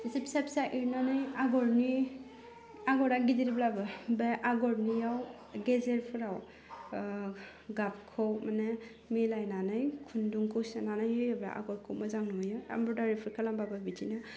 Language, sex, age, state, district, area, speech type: Bodo, female, 30-45, Assam, Udalguri, urban, spontaneous